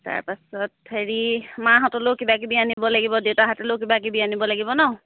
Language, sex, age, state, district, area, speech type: Assamese, female, 30-45, Assam, Sivasagar, rural, conversation